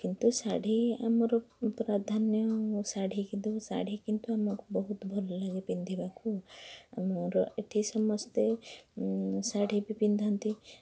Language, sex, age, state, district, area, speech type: Odia, female, 30-45, Odisha, Cuttack, urban, spontaneous